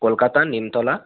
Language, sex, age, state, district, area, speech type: Bengali, male, 30-45, West Bengal, Nadia, urban, conversation